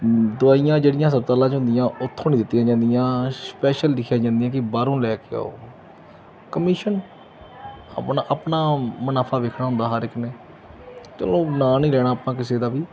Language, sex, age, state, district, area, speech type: Punjabi, male, 30-45, Punjab, Gurdaspur, rural, spontaneous